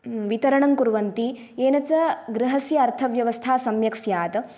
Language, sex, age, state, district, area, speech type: Sanskrit, female, 18-30, Kerala, Kasaragod, rural, spontaneous